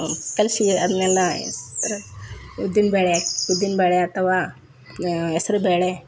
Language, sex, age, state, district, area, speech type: Kannada, female, 45-60, Karnataka, Koppal, rural, spontaneous